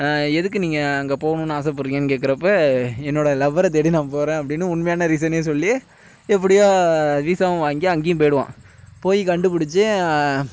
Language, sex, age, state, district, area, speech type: Tamil, male, 18-30, Tamil Nadu, Tiruvarur, urban, spontaneous